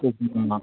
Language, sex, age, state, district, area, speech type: Marathi, male, 18-30, Maharashtra, Thane, urban, conversation